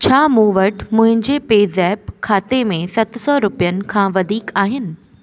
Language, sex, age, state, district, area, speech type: Sindhi, female, 18-30, Delhi, South Delhi, urban, read